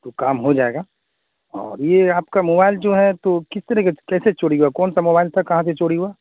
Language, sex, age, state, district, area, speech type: Urdu, male, 30-45, Bihar, Saharsa, rural, conversation